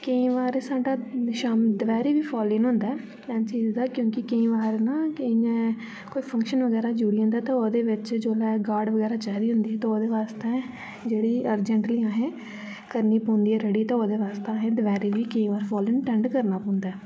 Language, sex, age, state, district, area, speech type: Dogri, female, 18-30, Jammu and Kashmir, Jammu, urban, spontaneous